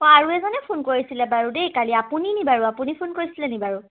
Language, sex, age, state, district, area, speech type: Assamese, female, 18-30, Assam, Majuli, urban, conversation